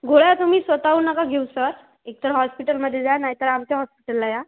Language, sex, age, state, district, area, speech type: Marathi, female, 18-30, Maharashtra, Akola, rural, conversation